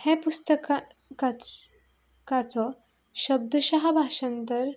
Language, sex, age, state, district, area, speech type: Goan Konkani, female, 18-30, Goa, Canacona, rural, spontaneous